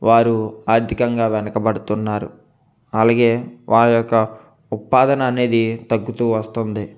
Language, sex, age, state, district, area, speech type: Telugu, male, 18-30, Andhra Pradesh, Konaseema, urban, spontaneous